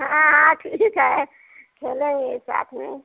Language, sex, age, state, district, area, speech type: Hindi, female, 45-60, Uttar Pradesh, Ayodhya, rural, conversation